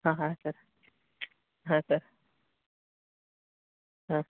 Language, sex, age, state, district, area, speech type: Marathi, male, 18-30, Maharashtra, Gadchiroli, rural, conversation